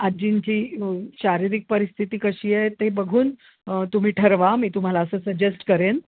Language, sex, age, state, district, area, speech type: Marathi, female, 60+, Maharashtra, Ahmednagar, urban, conversation